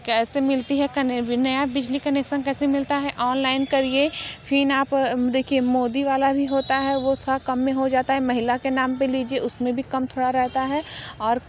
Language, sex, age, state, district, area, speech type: Hindi, female, 45-60, Uttar Pradesh, Mirzapur, rural, spontaneous